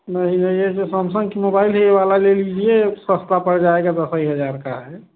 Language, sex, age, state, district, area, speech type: Hindi, male, 30-45, Uttar Pradesh, Prayagraj, rural, conversation